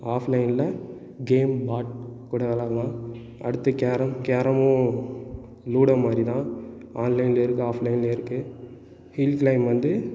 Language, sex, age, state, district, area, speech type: Tamil, male, 18-30, Tamil Nadu, Tiruchirappalli, urban, spontaneous